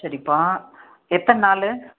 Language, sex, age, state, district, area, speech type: Tamil, female, 30-45, Tamil Nadu, Dharmapuri, rural, conversation